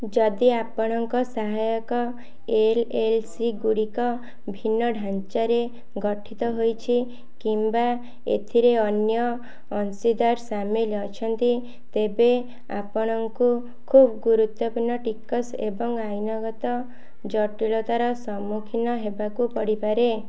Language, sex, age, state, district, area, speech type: Odia, female, 18-30, Odisha, Kendujhar, urban, read